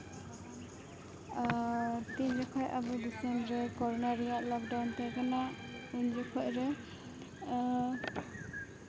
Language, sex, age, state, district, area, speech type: Santali, female, 18-30, West Bengal, Uttar Dinajpur, rural, spontaneous